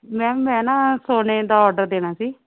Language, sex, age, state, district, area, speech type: Punjabi, female, 60+, Punjab, Shaheed Bhagat Singh Nagar, rural, conversation